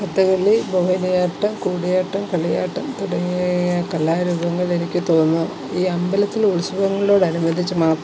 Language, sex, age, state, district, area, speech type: Malayalam, female, 45-60, Kerala, Alappuzha, rural, spontaneous